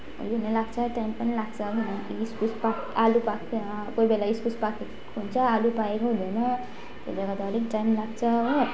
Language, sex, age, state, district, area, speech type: Nepali, female, 18-30, West Bengal, Darjeeling, rural, spontaneous